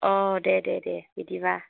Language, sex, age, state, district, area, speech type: Bodo, female, 30-45, Assam, Chirang, rural, conversation